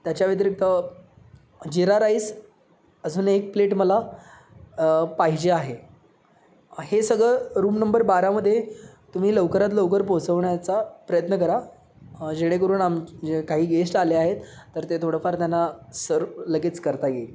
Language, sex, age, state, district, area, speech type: Marathi, male, 18-30, Maharashtra, Sangli, urban, spontaneous